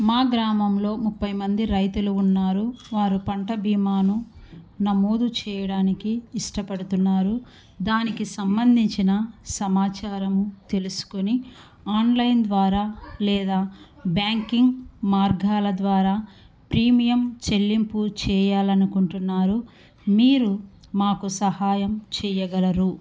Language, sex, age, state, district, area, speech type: Telugu, female, 45-60, Andhra Pradesh, Kurnool, rural, spontaneous